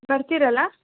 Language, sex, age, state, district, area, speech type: Kannada, female, 18-30, Karnataka, Dharwad, urban, conversation